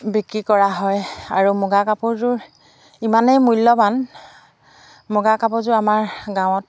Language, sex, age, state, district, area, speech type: Assamese, female, 45-60, Assam, Jorhat, urban, spontaneous